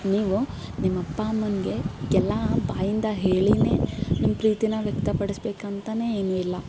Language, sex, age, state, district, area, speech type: Kannada, female, 18-30, Karnataka, Koppal, urban, spontaneous